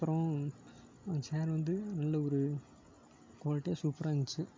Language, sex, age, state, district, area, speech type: Tamil, male, 18-30, Tamil Nadu, Tiruppur, rural, spontaneous